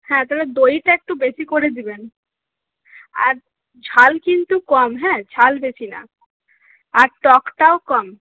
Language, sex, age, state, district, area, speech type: Bengali, female, 30-45, West Bengal, Purulia, urban, conversation